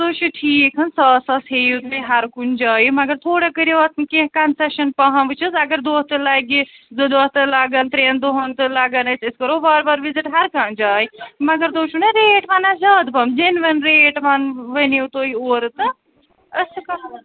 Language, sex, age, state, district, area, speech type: Kashmiri, female, 60+, Jammu and Kashmir, Srinagar, urban, conversation